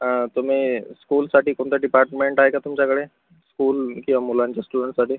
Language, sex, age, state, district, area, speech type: Marathi, male, 60+, Maharashtra, Akola, rural, conversation